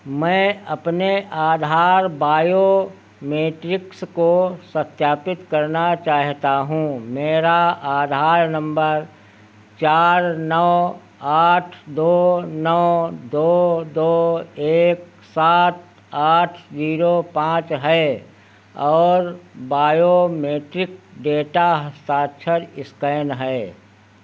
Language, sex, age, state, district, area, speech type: Hindi, male, 60+, Uttar Pradesh, Sitapur, rural, read